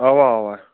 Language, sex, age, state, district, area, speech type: Kashmiri, male, 18-30, Jammu and Kashmir, Shopian, rural, conversation